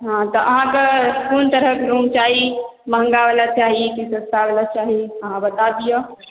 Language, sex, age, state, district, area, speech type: Maithili, female, 18-30, Bihar, Supaul, rural, conversation